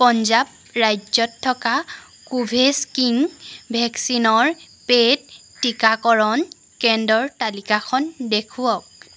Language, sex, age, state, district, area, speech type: Assamese, female, 30-45, Assam, Jorhat, urban, read